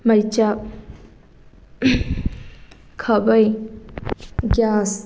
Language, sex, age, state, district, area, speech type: Manipuri, female, 18-30, Manipur, Thoubal, rural, spontaneous